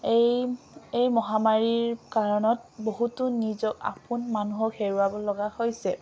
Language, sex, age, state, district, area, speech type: Assamese, female, 18-30, Assam, Dhemaji, rural, spontaneous